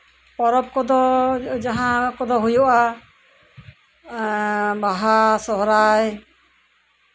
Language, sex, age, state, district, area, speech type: Santali, female, 60+, West Bengal, Birbhum, rural, spontaneous